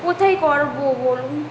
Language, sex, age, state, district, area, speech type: Bengali, female, 18-30, West Bengal, Kolkata, urban, spontaneous